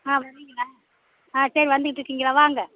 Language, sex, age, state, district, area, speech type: Tamil, female, 60+, Tamil Nadu, Pudukkottai, rural, conversation